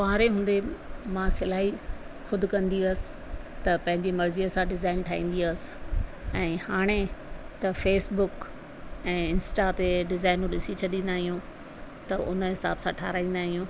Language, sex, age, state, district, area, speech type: Sindhi, female, 60+, Rajasthan, Ajmer, urban, spontaneous